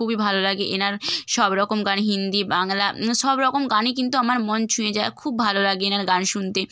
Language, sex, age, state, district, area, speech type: Bengali, female, 18-30, West Bengal, Hooghly, urban, spontaneous